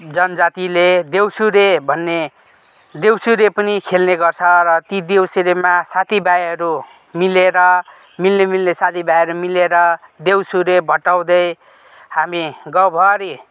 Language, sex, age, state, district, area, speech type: Nepali, male, 18-30, West Bengal, Kalimpong, rural, spontaneous